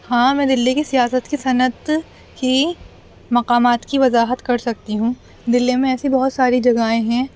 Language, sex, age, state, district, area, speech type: Urdu, female, 18-30, Delhi, North East Delhi, urban, spontaneous